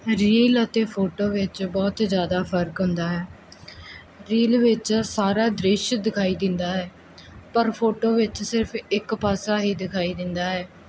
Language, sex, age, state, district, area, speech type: Punjabi, female, 18-30, Punjab, Muktsar, rural, spontaneous